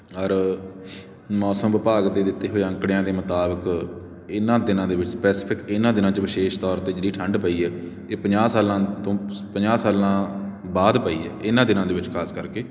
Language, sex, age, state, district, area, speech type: Punjabi, male, 30-45, Punjab, Patiala, rural, spontaneous